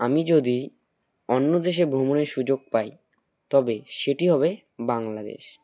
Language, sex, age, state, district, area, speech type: Bengali, male, 18-30, West Bengal, Alipurduar, rural, spontaneous